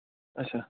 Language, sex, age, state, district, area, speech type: Kashmiri, male, 45-60, Jammu and Kashmir, Budgam, rural, conversation